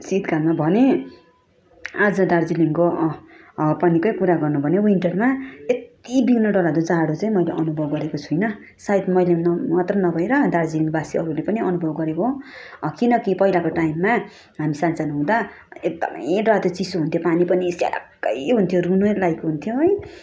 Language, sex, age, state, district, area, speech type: Nepali, female, 30-45, West Bengal, Darjeeling, rural, spontaneous